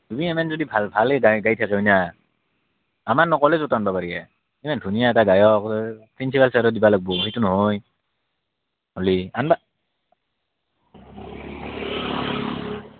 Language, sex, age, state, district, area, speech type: Assamese, male, 18-30, Assam, Barpeta, rural, conversation